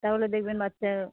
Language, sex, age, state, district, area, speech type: Bengali, female, 30-45, West Bengal, Cooch Behar, urban, conversation